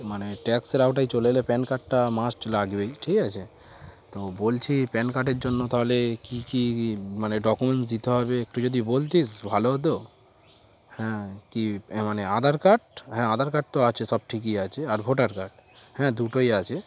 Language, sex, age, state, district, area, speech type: Bengali, male, 18-30, West Bengal, Darjeeling, urban, spontaneous